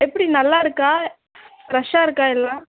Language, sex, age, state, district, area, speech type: Tamil, female, 18-30, Tamil Nadu, Tiruvallur, urban, conversation